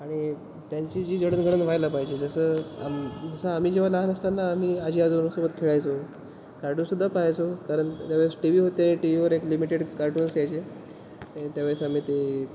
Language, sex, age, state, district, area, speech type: Marathi, male, 18-30, Maharashtra, Wardha, urban, spontaneous